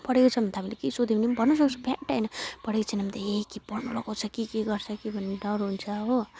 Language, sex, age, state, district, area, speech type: Nepali, female, 18-30, West Bengal, Alipurduar, urban, spontaneous